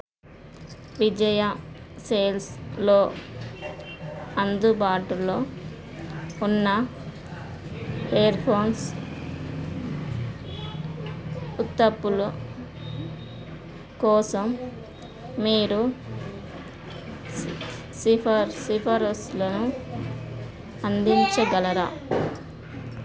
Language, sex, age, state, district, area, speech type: Telugu, female, 30-45, Telangana, Jagtial, rural, read